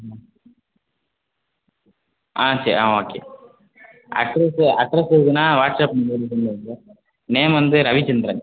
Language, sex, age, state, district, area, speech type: Tamil, male, 30-45, Tamil Nadu, Sivaganga, rural, conversation